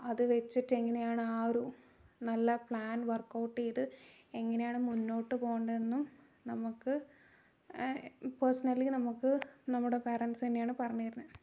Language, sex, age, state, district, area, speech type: Malayalam, female, 18-30, Kerala, Wayanad, rural, spontaneous